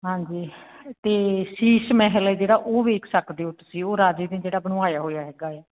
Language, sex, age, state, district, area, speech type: Punjabi, female, 45-60, Punjab, Patiala, rural, conversation